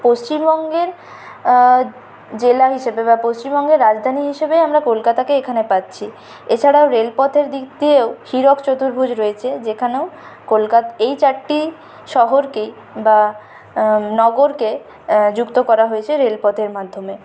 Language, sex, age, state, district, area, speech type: Bengali, female, 30-45, West Bengal, Purulia, urban, spontaneous